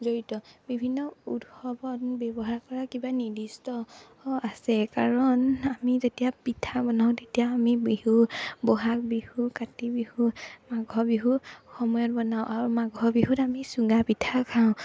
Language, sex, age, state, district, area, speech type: Assamese, female, 18-30, Assam, Majuli, urban, spontaneous